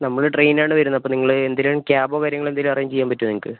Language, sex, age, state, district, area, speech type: Malayalam, male, 45-60, Kerala, Wayanad, rural, conversation